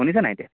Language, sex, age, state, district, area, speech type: Assamese, male, 18-30, Assam, Lakhimpur, rural, conversation